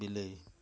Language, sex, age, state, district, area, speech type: Odia, male, 60+, Odisha, Mayurbhanj, rural, read